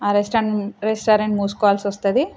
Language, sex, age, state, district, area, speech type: Telugu, female, 30-45, Telangana, Peddapalli, rural, spontaneous